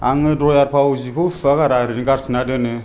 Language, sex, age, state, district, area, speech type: Bodo, male, 30-45, Assam, Kokrajhar, rural, spontaneous